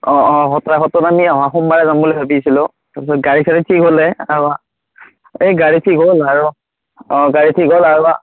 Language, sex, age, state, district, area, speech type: Assamese, male, 30-45, Assam, Darrang, rural, conversation